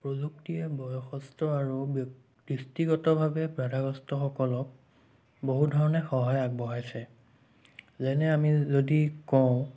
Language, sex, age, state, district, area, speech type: Assamese, male, 18-30, Assam, Sonitpur, rural, spontaneous